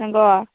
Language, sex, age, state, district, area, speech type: Bodo, female, 18-30, Assam, Baksa, rural, conversation